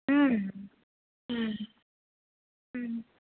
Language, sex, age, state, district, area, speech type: Kannada, female, 18-30, Karnataka, Gulbarga, urban, conversation